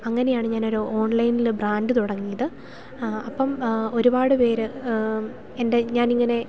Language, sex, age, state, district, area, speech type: Malayalam, female, 30-45, Kerala, Idukki, rural, spontaneous